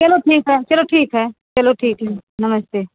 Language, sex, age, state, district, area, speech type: Hindi, female, 30-45, Uttar Pradesh, Ghazipur, rural, conversation